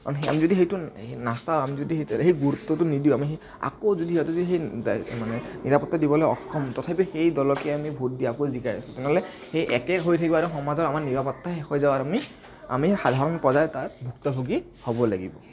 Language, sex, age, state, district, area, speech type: Assamese, male, 18-30, Assam, Kamrup Metropolitan, urban, spontaneous